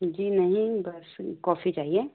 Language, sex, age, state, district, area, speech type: Hindi, female, 18-30, Uttar Pradesh, Ghazipur, rural, conversation